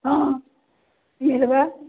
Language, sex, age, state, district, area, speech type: Odia, female, 18-30, Odisha, Subarnapur, urban, conversation